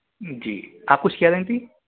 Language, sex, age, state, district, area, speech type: Urdu, male, 18-30, Delhi, Central Delhi, urban, conversation